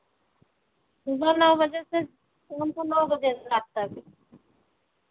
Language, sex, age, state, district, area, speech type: Hindi, female, 45-60, Uttar Pradesh, Ayodhya, rural, conversation